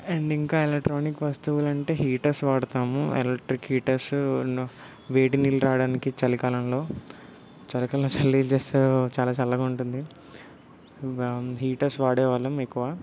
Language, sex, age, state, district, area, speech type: Telugu, male, 18-30, Telangana, Peddapalli, rural, spontaneous